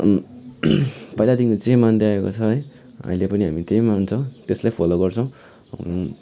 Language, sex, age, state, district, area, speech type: Nepali, male, 18-30, West Bengal, Kalimpong, rural, spontaneous